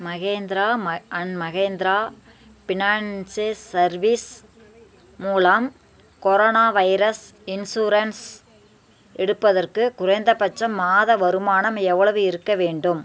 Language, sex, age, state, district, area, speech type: Tamil, female, 45-60, Tamil Nadu, Namakkal, rural, read